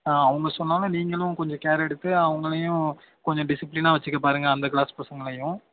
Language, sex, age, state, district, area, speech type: Tamil, male, 18-30, Tamil Nadu, Thanjavur, urban, conversation